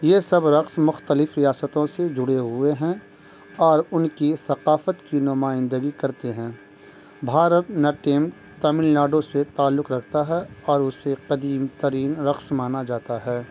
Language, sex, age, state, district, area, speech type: Urdu, male, 30-45, Bihar, Madhubani, rural, spontaneous